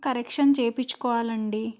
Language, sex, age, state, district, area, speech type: Telugu, female, 18-30, Andhra Pradesh, Krishna, urban, spontaneous